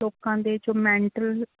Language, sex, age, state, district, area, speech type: Punjabi, female, 30-45, Punjab, Fazilka, rural, conversation